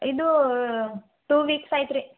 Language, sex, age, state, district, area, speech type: Kannada, female, 18-30, Karnataka, Bidar, urban, conversation